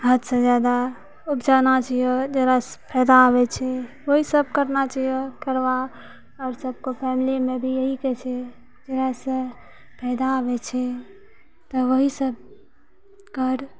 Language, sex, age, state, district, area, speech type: Maithili, female, 30-45, Bihar, Purnia, rural, spontaneous